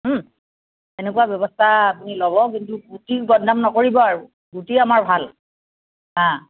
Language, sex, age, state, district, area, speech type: Assamese, female, 60+, Assam, Darrang, rural, conversation